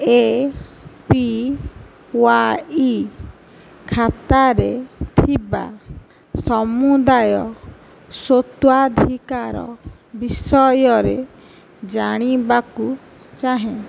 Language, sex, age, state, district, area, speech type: Odia, male, 60+, Odisha, Nayagarh, rural, read